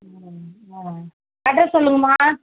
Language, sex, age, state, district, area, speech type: Tamil, female, 45-60, Tamil Nadu, Kallakurichi, rural, conversation